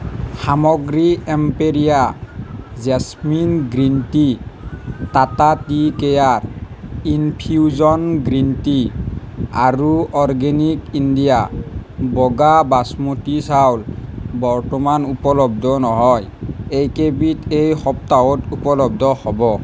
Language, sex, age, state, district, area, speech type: Assamese, male, 18-30, Assam, Nalbari, rural, read